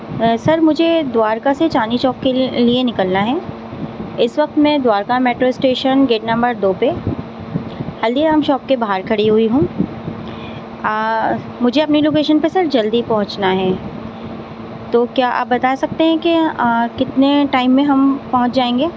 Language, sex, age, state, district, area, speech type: Urdu, female, 30-45, Delhi, Central Delhi, urban, spontaneous